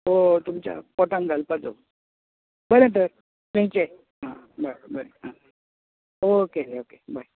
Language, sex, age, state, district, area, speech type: Goan Konkani, male, 60+, Goa, Bardez, urban, conversation